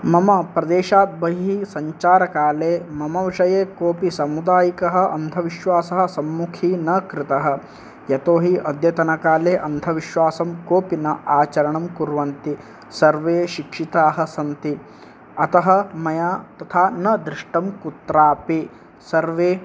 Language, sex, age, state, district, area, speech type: Sanskrit, male, 18-30, Karnataka, Uttara Kannada, rural, spontaneous